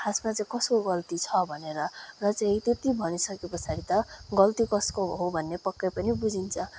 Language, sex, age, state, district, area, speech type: Nepali, male, 18-30, West Bengal, Kalimpong, rural, spontaneous